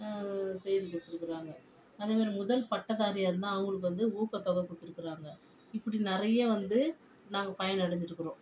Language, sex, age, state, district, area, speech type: Tamil, female, 45-60, Tamil Nadu, Viluppuram, rural, spontaneous